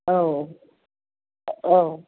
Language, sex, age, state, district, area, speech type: Bodo, female, 45-60, Assam, Chirang, rural, conversation